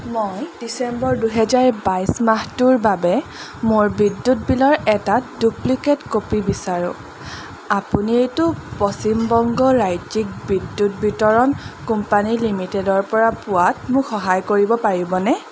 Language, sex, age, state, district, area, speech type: Assamese, female, 18-30, Assam, Golaghat, urban, read